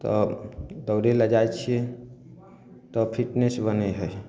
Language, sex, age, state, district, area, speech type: Maithili, male, 18-30, Bihar, Samastipur, rural, spontaneous